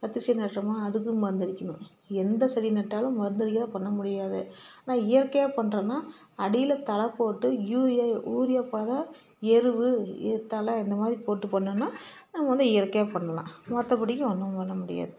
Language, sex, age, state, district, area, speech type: Tamil, female, 45-60, Tamil Nadu, Salem, rural, spontaneous